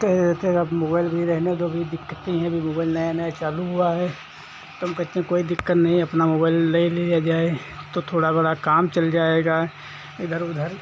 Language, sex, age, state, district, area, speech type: Hindi, male, 45-60, Uttar Pradesh, Hardoi, rural, spontaneous